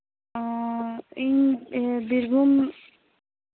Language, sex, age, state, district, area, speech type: Santali, female, 18-30, West Bengal, Birbhum, rural, conversation